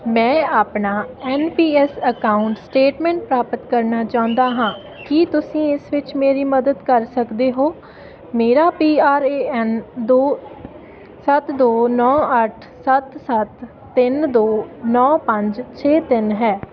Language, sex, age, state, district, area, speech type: Punjabi, female, 18-30, Punjab, Ludhiana, rural, read